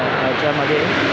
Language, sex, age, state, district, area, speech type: Marathi, male, 30-45, Maharashtra, Ratnagiri, urban, spontaneous